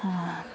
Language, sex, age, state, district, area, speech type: Sanskrit, female, 18-30, Kerala, Thrissur, urban, spontaneous